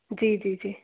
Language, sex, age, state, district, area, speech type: Hindi, female, 60+, Madhya Pradesh, Bhopal, urban, conversation